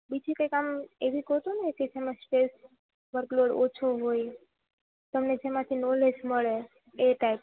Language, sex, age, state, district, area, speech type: Gujarati, female, 18-30, Gujarat, Junagadh, rural, conversation